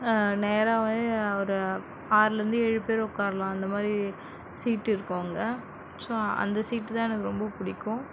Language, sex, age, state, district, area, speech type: Tamil, female, 45-60, Tamil Nadu, Mayiladuthurai, urban, spontaneous